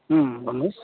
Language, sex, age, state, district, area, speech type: Nepali, male, 18-30, West Bengal, Alipurduar, urban, conversation